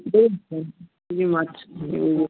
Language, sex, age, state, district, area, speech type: Bengali, male, 18-30, West Bengal, Nadia, rural, conversation